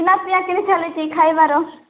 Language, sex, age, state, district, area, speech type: Odia, female, 18-30, Odisha, Nabarangpur, urban, conversation